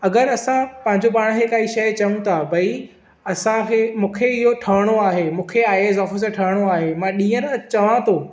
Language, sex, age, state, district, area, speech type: Sindhi, male, 18-30, Maharashtra, Thane, urban, spontaneous